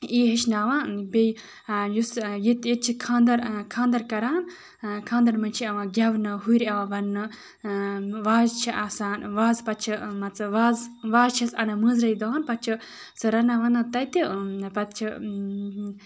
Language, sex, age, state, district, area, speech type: Kashmiri, female, 18-30, Jammu and Kashmir, Kupwara, rural, spontaneous